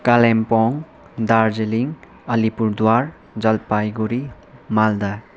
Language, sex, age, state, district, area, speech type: Nepali, male, 18-30, West Bengal, Kalimpong, rural, spontaneous